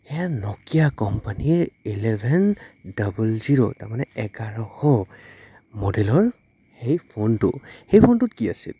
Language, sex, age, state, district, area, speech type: Assamese, male, 18-30, Assam, Goalpara, rural, spontaneous